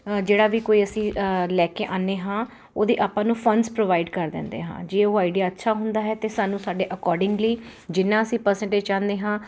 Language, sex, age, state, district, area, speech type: Punjabi, female, 45-60, Punjab, Ludhiana, urban, spontaneous